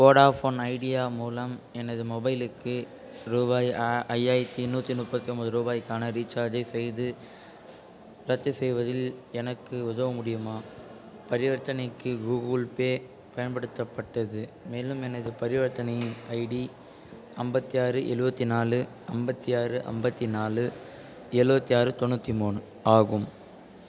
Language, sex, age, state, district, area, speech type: Tamil, male, 18-30, Tamil Nadu, Ranipet, rural, read